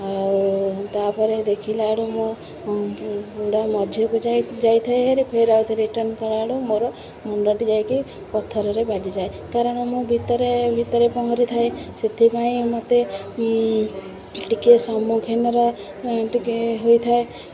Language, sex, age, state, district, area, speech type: Odia, female, 30-45, Odisha, Sundergarh, urban, spontaneous